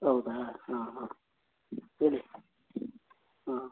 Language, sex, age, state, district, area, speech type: Kannada, male, 30-45, Karnataka, Mysore, rural, conversation